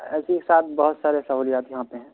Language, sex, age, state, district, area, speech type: Urdu, male, 18-30, Bihar, Purnia, rural, conversation